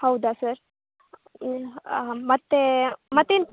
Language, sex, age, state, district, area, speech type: Kannada, female, 18-30, Karnataka, Uttara Kannada, rural, conversation